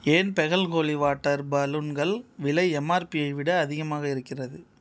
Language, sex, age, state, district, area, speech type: Tamil, male, 30-45, Tamil Nadu, Cuddalore, urban, read